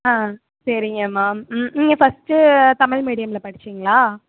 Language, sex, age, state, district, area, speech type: Tamil, female, 18-30, Tamil Nadu, Madurai, rural, conversation